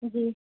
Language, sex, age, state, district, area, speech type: Urdu, female, 30-45, Uttar Pradesh, Balrampur, rural, conversation